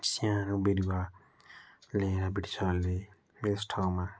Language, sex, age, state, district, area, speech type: Nepali, male, 30-45, West Bengal, Darjeeling, rural, spontaneous